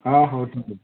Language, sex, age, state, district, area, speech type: Odia, male, 60+, Odisha, Gajapati, rural, conversation